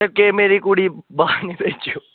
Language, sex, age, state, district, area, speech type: Dogri, male, 30-45, Jammu and Kashmir, Jammu, urban, conversation